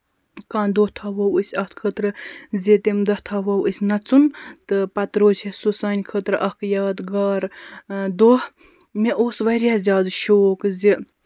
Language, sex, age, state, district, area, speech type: Kashmiri, female, 45-60, Jammu and Kashmir, Baramulla, rural, spontaneous